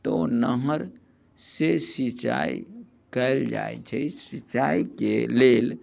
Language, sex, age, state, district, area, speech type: Maithili, male, 45-60, Bihar, Muzaffarpur, urban, spontaneous